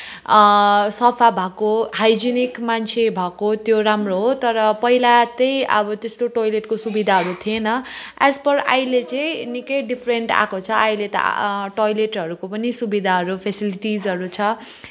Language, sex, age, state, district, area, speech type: Nepali, female, 30-45, West Bengal, Kalimpong, rural, spontaneous